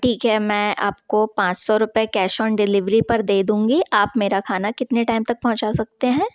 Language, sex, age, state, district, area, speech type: Hindi, female, 30-45, Madhya Pradesh, Jabalpur, urban, spontaneous